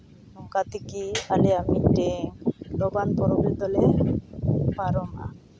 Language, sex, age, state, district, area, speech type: Santali, female, 18-30, West Bengal, Uttar Dinajpur, rural, spontaneous